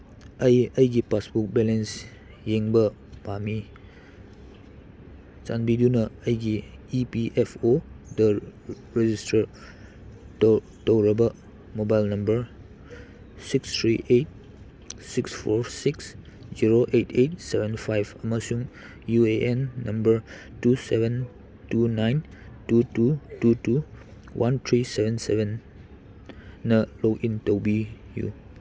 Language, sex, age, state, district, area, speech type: Manipuri, male, 30-45, Manipur, Churachandpur, rural, read